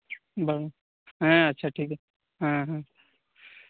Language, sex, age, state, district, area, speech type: Santali, male, 18-30, West Bengal, Birbhum, rural, conversation